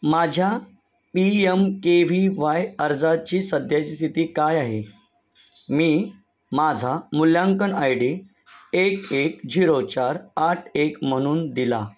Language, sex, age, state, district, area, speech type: Marathi, male, 30-45, Maharashtra, Palghar, urban, read